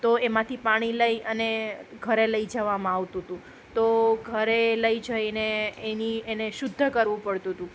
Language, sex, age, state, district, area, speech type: Gujarati, female, 30-45, Gujarat, Junagadh, urban, spontaneous